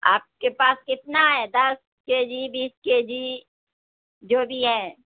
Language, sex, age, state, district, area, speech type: Urdu, female, 60+, Bihar, Supaul, rural, conversation